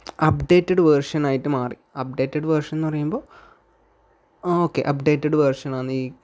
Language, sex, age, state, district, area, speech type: Malayalam, male, 18-30, Kerala, Kasaragod, rural, spontaneous